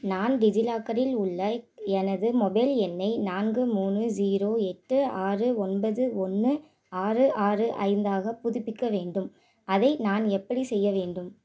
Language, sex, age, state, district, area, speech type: Tamil, female, 18-30, Tamil Nadu, Madurai, urban, read